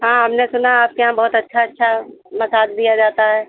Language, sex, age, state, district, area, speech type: Hindi, female, 60+, Uttar Pradesh, Sitapur, rural, conversation